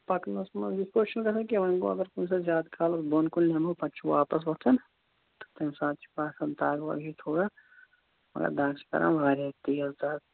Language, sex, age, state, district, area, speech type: Kashmiri, female, 30-45, Jammu and Kashmir, Kulgam, rural, conversation